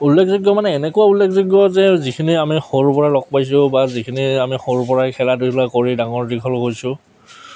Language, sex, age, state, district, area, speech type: Assamese, female, 30-45, Assam, Goalpara, rural, spontaneous